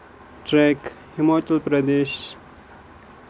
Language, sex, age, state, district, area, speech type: Kashmiri, male, 18-30, Jammu and Kashmir, Ganderbal, rural, spontaneous